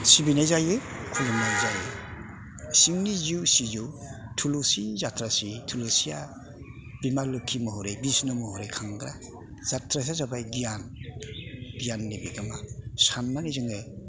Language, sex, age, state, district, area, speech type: Bodo, male, 60+, Assam, Kokrajhar, urban, spontaneous